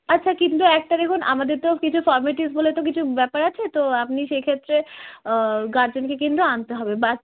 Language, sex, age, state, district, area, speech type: Bengali, female, 18-30, West Bengal, Darjeeling, rural, conversation